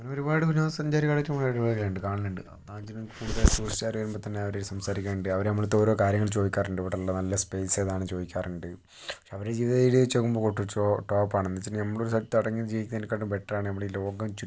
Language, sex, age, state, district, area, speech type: Malayalam, male, 18-30, Kerala, Kozhikode, urban, spontaneous